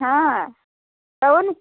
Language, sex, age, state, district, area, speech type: Maithili, female, 45-60, Bihar, Muzaffarpur, rural, conversation